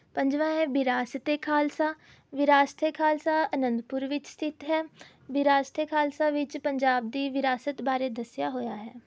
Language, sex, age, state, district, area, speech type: Punjabi, female, 18-30, Punjab, Rupnagar, urban, spontaneous